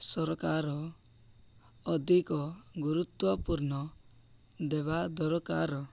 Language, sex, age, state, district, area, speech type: Odia, male, 18-30, Odisha, Koraput, urban, spontaneous